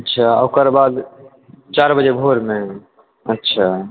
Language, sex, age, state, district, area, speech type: Maithili, male, 18-30, Bihar, Purnia, rural, conversation